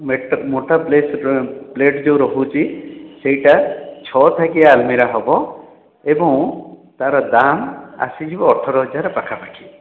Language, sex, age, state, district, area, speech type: Odia, male, 60+, Odisha, Khordha, rural, conversation